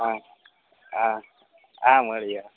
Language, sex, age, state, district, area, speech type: Gujarati, male, 18-30, Gujarat, Anand, rural, conversation